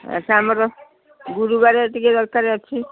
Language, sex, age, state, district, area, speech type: Odia, female, 60+, Odisha, Cuttack, urban, conversation